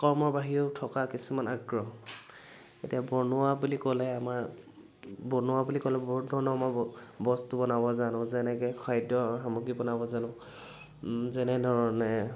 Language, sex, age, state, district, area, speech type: Assamese, male, 18-30, Assam, Dhemaji, rural, spontaneous